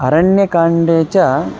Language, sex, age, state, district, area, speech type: Sanskrit, male, 18-30, Karnataka, Mandya, rural, spontaneous